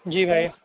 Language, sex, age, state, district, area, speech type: Urdu, male, 60+, Uttar Pradesh, Shahjahanpur, rural, conversation